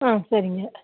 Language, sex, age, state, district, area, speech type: Tamil, female, 45-60, Tamil Nadu, Nilgiris, rural, conversation